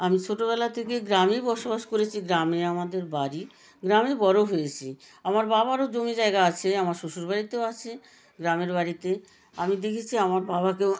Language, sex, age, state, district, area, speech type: Bengali, female, 60+, West Bengal, South 24 Parganas, rural, spontaneous